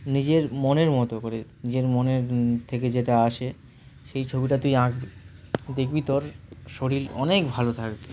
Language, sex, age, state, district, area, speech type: Bengali, male, 18-30, West Bengal, Dakshin Dinajpur, urban, spontaneous